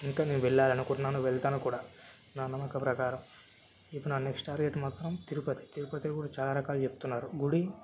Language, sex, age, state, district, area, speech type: Telugu, male, 18-30, Telangana, Medchal, urban, spontaneous